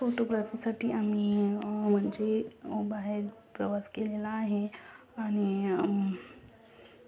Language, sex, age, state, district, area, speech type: Marathi, female, 18-30, Maharashtra, Beed, rural, spontaneous